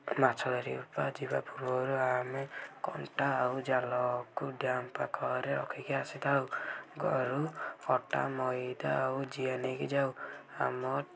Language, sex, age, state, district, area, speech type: Odia, male, 18-30, Odisha, Kendujhar, urban, spontaneous